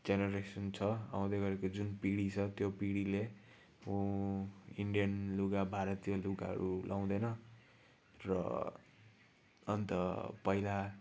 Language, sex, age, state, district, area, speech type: Nepali, male, 30-45, West Bengal, Kalimpong, rural, spontaneous